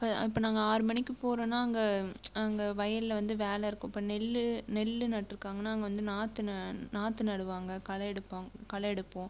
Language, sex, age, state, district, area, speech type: Tamil, female, 18-30, Tamil Nadu, Viluppuram, rural, spontaneous